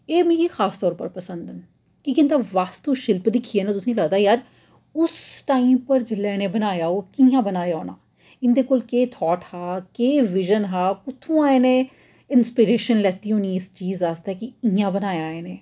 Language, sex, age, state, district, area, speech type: Dogri, female, 30-45, Jammu and Kashmir, Jammu, urban, spontaneous